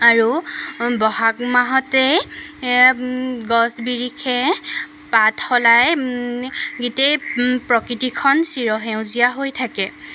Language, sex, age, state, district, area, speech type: Assamese, female, 30-45, Assam, Jorhat, urban, spontaneous